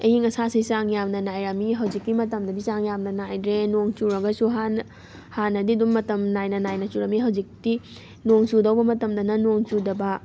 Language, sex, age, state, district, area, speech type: Manipuri, female, 18-30, Manipur, Thoubal, rural, spontaneous